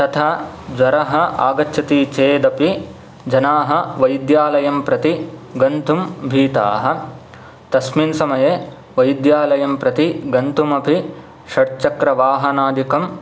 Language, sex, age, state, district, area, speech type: Sanskrit, male, 18-30, Karnataka, Shimoga, rural, spontaneous